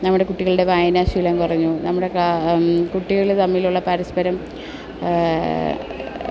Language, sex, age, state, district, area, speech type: Malayalam, female, 30-45, Kerala, Alappuzha, urban, spontaneous